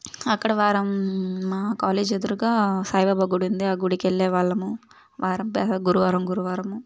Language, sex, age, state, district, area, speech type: Telugu, female, 18-30, Andhra Pradesh, Sri Balaji, urban, spontaneous